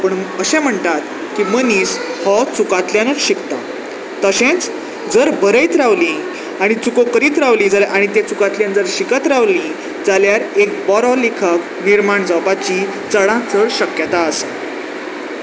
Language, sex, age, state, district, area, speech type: Goan Konkani, male, 18-30, Goa, Salcete, urban, spontaneous